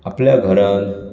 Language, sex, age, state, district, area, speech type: Goan Konkani, male, 30-45, Goa, Bardez, urban, spontaneous